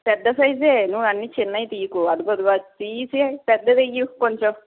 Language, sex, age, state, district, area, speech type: Telugu, female, 30-45, Andhra Pradesh, Guntur, urban, conversation